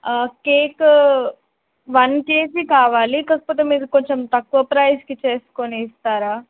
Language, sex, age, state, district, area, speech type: Telugu, female, 18-30, Telangana, Warangal, rural, conversation